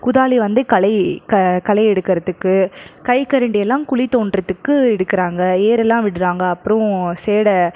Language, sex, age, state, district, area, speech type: Tamil, male, 45-60, Tamil Nadu, Krishnagiri, rural, spontaneous